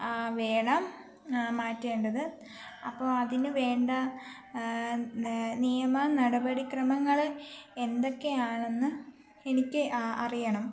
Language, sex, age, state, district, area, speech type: Malayalam, female, 18-30, Kerala, Pathanamthitta, rural, spontaneous